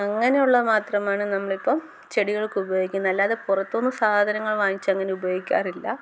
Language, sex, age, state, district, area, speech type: Malayalam, female, 18-30, Kerala, Kottayam, rural, spontaneous